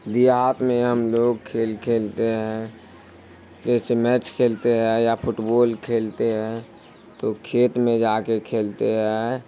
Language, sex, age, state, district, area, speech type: Urdu, male, 18-30, Bihar, Supaul, rural, spontaneous